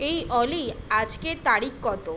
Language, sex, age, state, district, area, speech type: Bengali, female, 18-30, West Bengal, Kolkata, urban, read